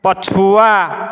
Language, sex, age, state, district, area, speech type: Odia, male, 30-45, Odisha, Dhenkanal, rural, read